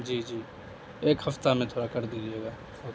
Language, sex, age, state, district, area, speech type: Urdu, male, 18-30, Bihar, Madhubani, rural, spontaneous